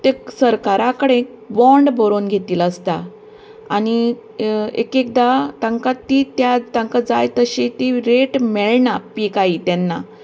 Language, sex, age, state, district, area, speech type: Goan Konkani, female, 45-60, Goa, Canacona, rural, spontaneous